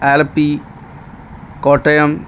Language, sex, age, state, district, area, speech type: Malayalam, male, 18-30, Kerala, Pathanamthitta, urban, spontaneous